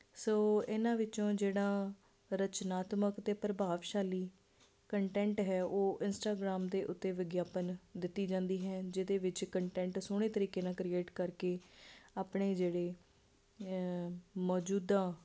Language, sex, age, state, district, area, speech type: Punjabi, female, 30-45, Punjab, Ludhiana, urban, spontaneous